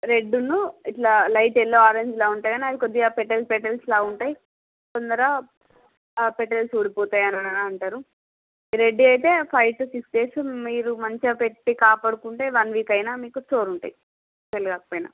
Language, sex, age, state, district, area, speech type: Telugu, female, 30-45, Andhra Pradesh, Srikakulam, urban, conversation